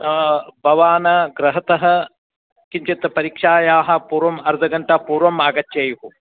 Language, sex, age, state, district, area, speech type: Sanskrit, male, 60+, Karnataka, Vijayapura, urban, conversation